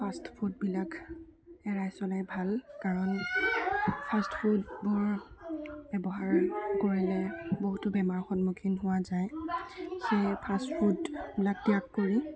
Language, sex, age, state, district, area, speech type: Assamese, female, 60+, Assam, Darrang, rural, spontaneous